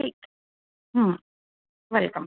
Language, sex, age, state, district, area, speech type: Bengali, female, 18-30, West Bengal, Kolkata, urban, conversation